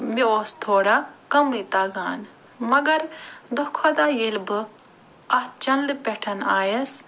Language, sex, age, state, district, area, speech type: Kashmiri, female, 45-60, Jammu and Kashmir, Ganderbal, urban, spontaneous